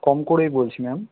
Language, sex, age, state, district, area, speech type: Bengali, male, 18-30, West Bengal, Kolkata, urban, conversation